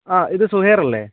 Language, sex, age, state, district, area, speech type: Malayalam, male, 30-45, Kerala, Kozhikode, urban, conversation